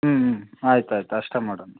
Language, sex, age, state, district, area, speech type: Kannada, male, 30-45, Karnataka, Vijayanagara, rural, conversation